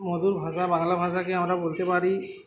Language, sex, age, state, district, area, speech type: Bengali, male, 18-30, West Bengal, Uttar Dinajpur, rural, spontaneous